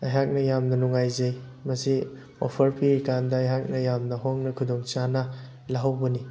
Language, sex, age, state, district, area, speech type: Manipuri, male, 18-30, Manipur, Thoubal, rural, spontaneous